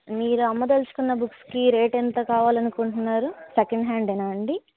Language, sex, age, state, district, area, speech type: Telugu, female, 18-30, Andhra Pradesh, Palnadu, rural, conversation